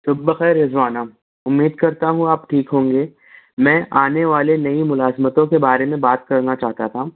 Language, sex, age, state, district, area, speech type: Urdu, male, 60+, Maharashtra, Nashik, urban, conversation